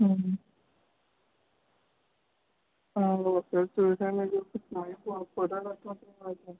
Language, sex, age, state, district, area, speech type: Telugu, male, 18-30, Andhra Pradesh, Anakapalli, rural, conversation